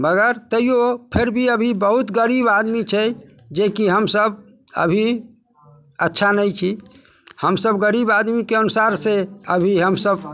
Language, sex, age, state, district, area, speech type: Maithili, male, 60+, Bihar, Muzaffarpur, rural, spontaneous